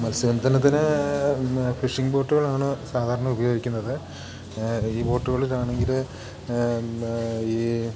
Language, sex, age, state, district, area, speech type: Malayalam, male, 45-60, Kerala, Idukki, rural, spontaneous